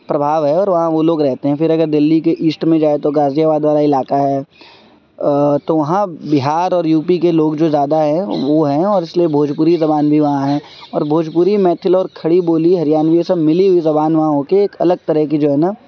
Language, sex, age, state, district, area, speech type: Urdu, male, 18-30, Delhi, Central Delhi, urban, spontaneous